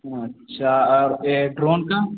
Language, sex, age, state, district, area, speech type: Hindi, male, 18-30, Uttar Pradesh, Azamgarh, rural, conversation